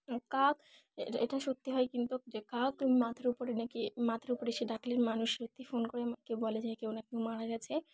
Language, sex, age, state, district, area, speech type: Bengali, female, 18-30, West Bengal, Dakshin Dinajpur, urban, spontaneous